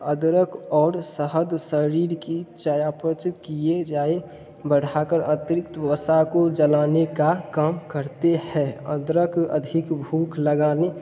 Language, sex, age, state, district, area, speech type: Hindi, male, 18-30, Bihar, Darbhanga, rural, spontaneous